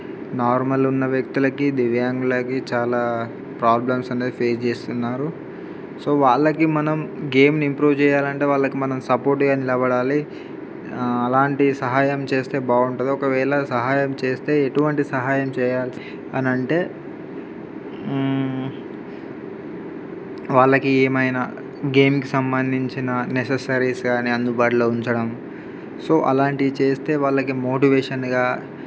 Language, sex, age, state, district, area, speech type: Telugu, male, 18-30, Telangana, Khammam, rural, spontaneous